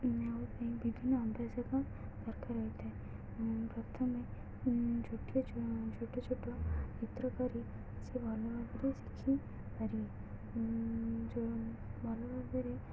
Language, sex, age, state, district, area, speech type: Odia, female, 18-30, Odisha, Sundergarh, urban, spontaneous